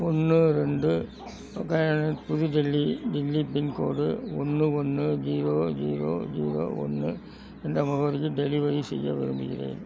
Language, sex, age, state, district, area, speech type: Tamil, male, 60+, Tamil Nadu, Thanjavur, rural, read